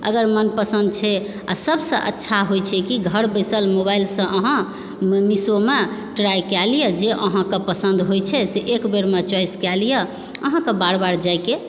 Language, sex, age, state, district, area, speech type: Maithili, female, 45-60, Bihar, Supaul, rural, spontaneous